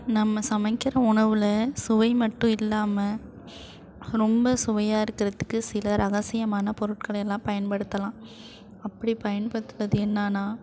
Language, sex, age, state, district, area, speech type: Tamil, female, 30-45, Tamil Nadu, Thanjavur, urban, spontaneous